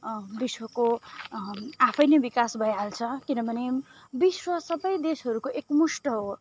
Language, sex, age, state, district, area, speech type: Nepali, female, 30-45, West Bengal, Kalimpong, rural, spontaneous